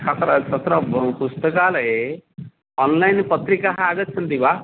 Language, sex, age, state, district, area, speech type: Sanskrit, male, 45-60, Odisha, Cuttack, rural, conversation